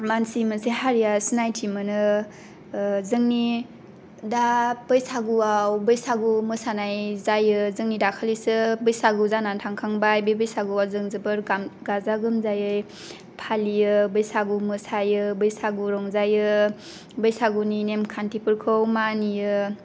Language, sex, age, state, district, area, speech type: Bodo, female, 18-30, Assam, Kokrajhar, rural, spontaneous